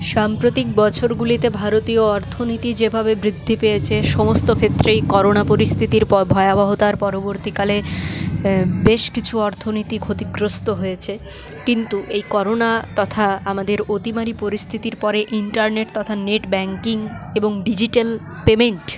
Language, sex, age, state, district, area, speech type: Bengali, female, 60+, West Bengal, Purulia, rural, spontaneous